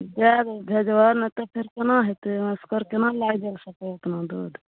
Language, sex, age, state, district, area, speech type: Maithili, female, 60+, Bihar, Araria, rural, conversation